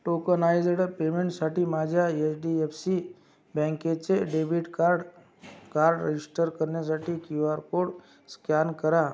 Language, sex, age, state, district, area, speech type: Marathi, male, 60+, Maharashtra, Akola, rural, read